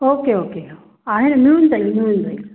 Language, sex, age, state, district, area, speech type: Marathi, female, 45-60, Maharashtra, Wardha, urban, conversation